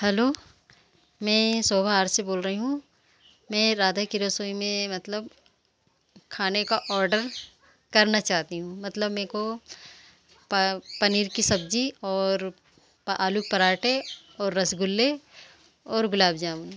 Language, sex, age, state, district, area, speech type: Hindi, female, 45-60, Madhya Pradesh, Seoni, urban, spontaneous